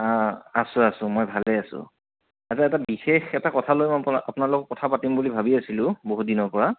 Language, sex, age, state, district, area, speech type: Assamese, male, 30-45, Assam, Goalpara, urban, conversation